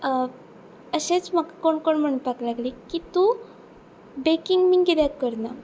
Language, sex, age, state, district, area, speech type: Goan Konkani, female, 18-30, Goa, Ponda, rural, spontaneous